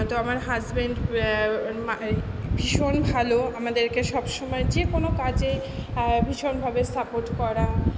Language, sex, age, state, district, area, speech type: Bengali, female, 60+, West Bengal, Purba Bardhaman, urban, spontaneous